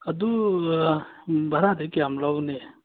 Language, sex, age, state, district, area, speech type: Manipuri, male, 30-45, Manipur, Churachandpur, rural, conversation